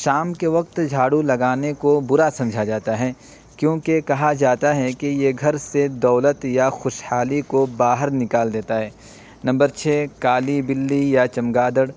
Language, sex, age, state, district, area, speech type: Urdu, male, 30-45, Uttar Pradesh, Muzaffarnagar, urban, spontaneous